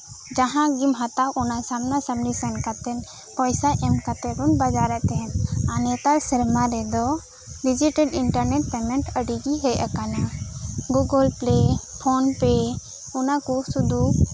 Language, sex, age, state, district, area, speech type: Santali, female, 18-30, West Bengal, Birbhum, rural, spontaneous